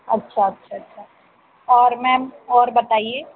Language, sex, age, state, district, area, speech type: Hindi, female, 18-30, Madhya Pradesh, Harda, urban, conversation